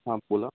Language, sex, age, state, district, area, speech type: Marathi, male, 30-45, Maharashtra, Nagpur, urban, conversation